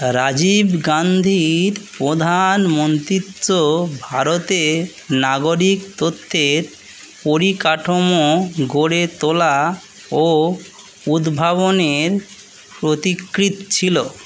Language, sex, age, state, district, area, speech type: Bengali, male, 45-60, West Bengal, North 24 Parganas, urban, read